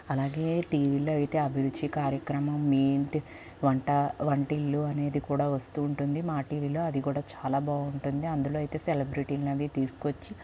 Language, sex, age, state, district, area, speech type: Telugu, female, 18-30, Andhra Pradesh, Palnadu, urban, spontaneous